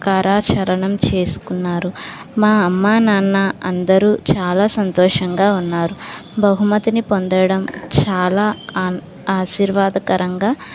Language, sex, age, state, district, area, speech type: Telugu, female, 30-45, Andhra Pradesh, Kakinada, urban, spontaneous